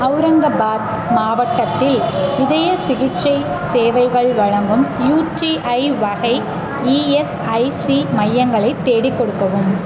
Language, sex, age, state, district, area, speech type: Tamil, female, 30-45, Tamil Nadu, Pudukkottai, rural, read